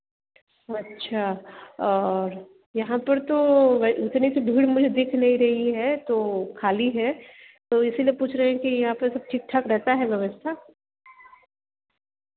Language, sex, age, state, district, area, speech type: Hindi, female, 30-45, Uttar Pradesh, Varanasi, urban, conversation